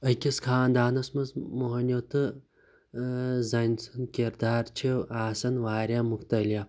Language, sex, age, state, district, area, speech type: Kashmiri, male, 30-45, Jammu and Kashmir, Pulwama, rural, spontaneous